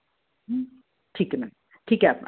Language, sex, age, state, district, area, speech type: Hindi, female, 45-60, Madhya Pradesh, Ujjain, urban, conversation